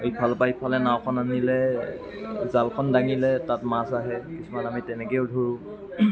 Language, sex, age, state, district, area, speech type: Assamese, male, 45-60, Assam, Lakhimpur, rural, spontaneous